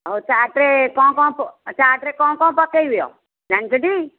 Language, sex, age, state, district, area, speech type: Odia, female, 60+, Odisha, Nayagarh, rural, conversation